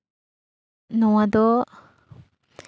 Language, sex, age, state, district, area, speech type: Santali, female, 30-45, West Bengal, Paschim Bardhaman, rural, spontaneous